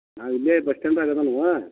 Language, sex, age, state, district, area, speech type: Kannada, male, 45-60, Karnataka, Belgaum, rural, conversation